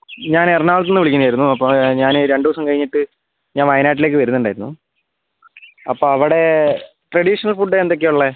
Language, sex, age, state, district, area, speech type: Malayalam, male, 30-45, Kerala, Wayanad, rural, conversation